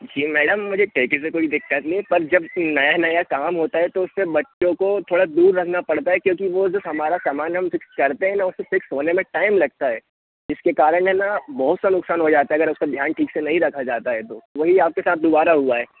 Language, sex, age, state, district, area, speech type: Hindi, male, 45-60, Madhya Pradesh, Bhopal, urban, conversation